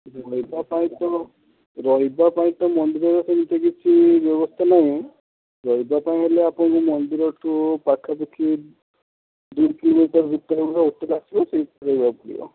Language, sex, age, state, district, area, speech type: Odia, male, 18-30, Odisha, Balasore, rural, conversation